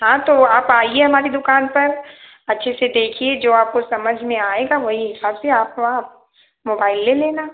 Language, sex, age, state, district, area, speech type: Hindi, female, 45-60, Uttar Pradesh, Ayodhya, rural, conversation